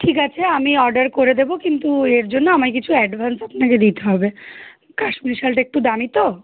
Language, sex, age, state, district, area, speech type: Bengali, female, 18-30, West Bengal, Uttar Dinajpur, urban, conversation